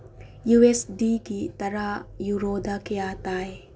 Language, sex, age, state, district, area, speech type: Manipuri, female, 30-45, Manipur, Chandel, rural, read